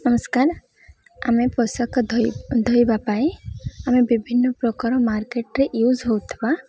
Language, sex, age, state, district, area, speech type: Odia, female, 18-30, Odisha, Malkangiri, urban, spontaneous